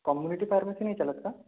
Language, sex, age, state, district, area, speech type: Marathi, male, 18-30, Maharashtra, Gondia, rural, conversation